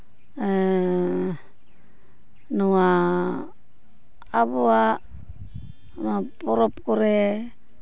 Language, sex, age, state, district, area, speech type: Santali, female, 45-60, West Bengal, Purba Bardhaman, rural, spontaneous